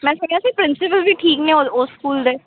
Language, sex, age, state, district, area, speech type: Punjabi, female, 18-30, Punjab, Ludhiana, urban, conversation